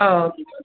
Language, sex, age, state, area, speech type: Tamil, female, 30-45, Tamil Nadu, urban, conversation